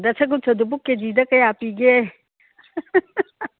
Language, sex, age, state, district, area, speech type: Manipuri, female, 60+, Manipur, Imphal East, rural, conversation